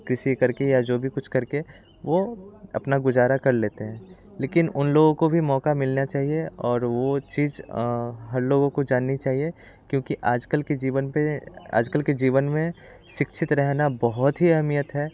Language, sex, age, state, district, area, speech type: Hindi, male, 18-30, Bihar, Muzaffarpur, urban, spontaneous